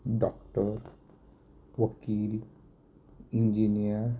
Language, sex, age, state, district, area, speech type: Marathi, male, 30-45, Maharashtra, Nashik, urban, spontaneous